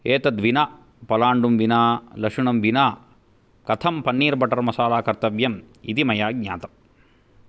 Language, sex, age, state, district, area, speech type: Sanskrit, male, 18-30, Karnataka, Bangalore Urban, urban, spontaneous